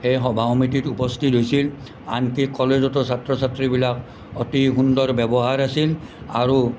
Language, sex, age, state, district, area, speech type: Assamese, male, 60+, Assam, Nalbari, rural, spontaneous